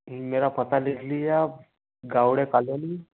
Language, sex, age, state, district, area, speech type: Hindi, male, 18-30, Madhya Pradesh, Ujjain, urban, conversation